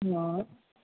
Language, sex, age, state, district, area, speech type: Gujarati, female, 30-45, Gujarat, Kheda, rural, conversation